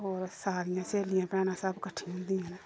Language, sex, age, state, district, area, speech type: Dogri, female, 30-45, Jammu and Kashmir, Samba, urban, spontaneous